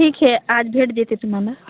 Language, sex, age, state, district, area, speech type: Marathi, female, 30-45, Maharashtra, Hingoli, urban, conversation